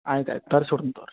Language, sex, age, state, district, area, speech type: Kannada, male, 45-60, Karnataka, Belgaum, rural, conversation